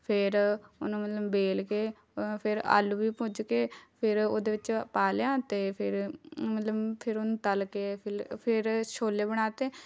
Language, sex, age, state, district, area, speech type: Punjabi, female, 18-30, Punjab, Shaheed Bhagat Singh Nagar, rural, spontaneous